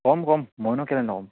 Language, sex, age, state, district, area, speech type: Assamese, male, 18-30, Assam, Dibrugarh, urban, conversation